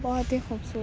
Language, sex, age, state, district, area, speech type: Urdu, female, 18-30, Uttar Pradesh, Aligarh, urban, spontaneous